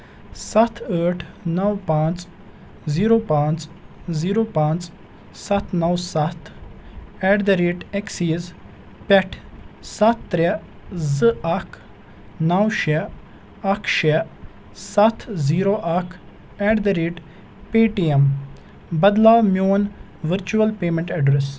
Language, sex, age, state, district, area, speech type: Kashmiri, male, 18-30, Jammu and Kashmir, Srinagar, urban, read